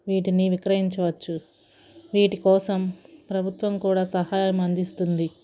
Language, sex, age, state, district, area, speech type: Telugu, female, 45-60, Andhra Pradesh, Guntur, rural, spontaneous